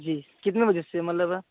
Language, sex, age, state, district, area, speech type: Hindi, male, 30-45, Uttar Pradesh, Jaunpur, urban, conversation